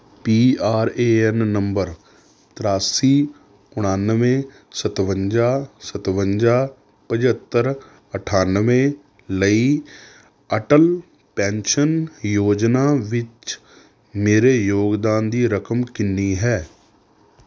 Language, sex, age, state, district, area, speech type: Punjabi, male, 30-45, Punjab, Rupnagar, rural, read